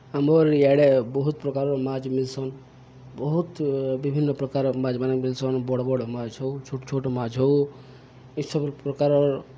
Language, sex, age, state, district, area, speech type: Odia, male, 45-60, Odisha, Subarnapur, urban, spontaneous